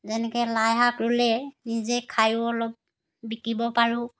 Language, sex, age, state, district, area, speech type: Assamese, female, 60+, Assam, Dibrugarh, rural, spontaneous